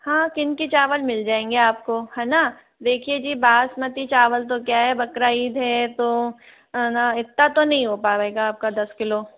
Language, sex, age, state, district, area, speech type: Hindi, female, 60+, Rajasthan, Jaipur, urban, conversation